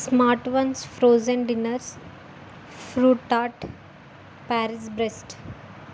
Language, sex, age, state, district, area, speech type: Telugu, female, 18-30, Telangana, Jayashankar, urban, spontaneous